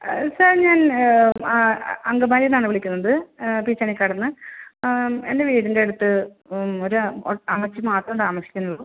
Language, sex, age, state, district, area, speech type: Malayalam, female, 45-60, Kerala, Ernakulam, urban, conversation